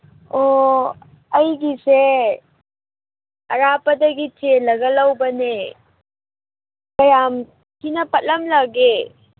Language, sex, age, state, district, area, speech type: Manipuri, female, 18-30, Manipur, Kangpokpi, urban, conversation